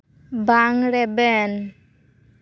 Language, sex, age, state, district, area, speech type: Santali, female, 18-30, West Bengal, Purba Bardhaman, rural, read